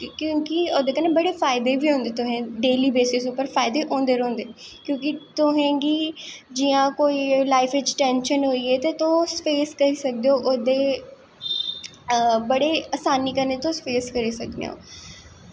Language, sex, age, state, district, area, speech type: Dogri, female, 18-30, Jammu and Kashmir, Jammu, urban, spontaneous